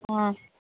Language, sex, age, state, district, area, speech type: Manipuri, female, 18-30, Manipur, Kangpokpi, urban, conversation